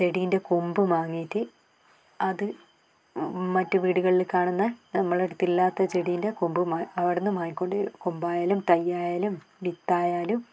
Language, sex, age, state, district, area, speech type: Malayalam, female, 30-45, Kerala, Kannur, rural, spontaneous